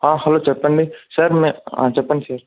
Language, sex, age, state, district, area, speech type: Telugu, male, 45-60, Andhra Pradesh, Chittoor, urban, conversation